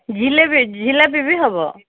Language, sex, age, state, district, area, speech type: Odia, female, 30-45, Odisha, Koraput, urban, conversation